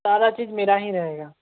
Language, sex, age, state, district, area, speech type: Hindi, male, 18-30, Bihar, Vaishali, urban, conversation